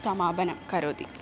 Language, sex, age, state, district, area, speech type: Sanskrit, female, 18-30, Kerala, Thrissur, urban, spontaneous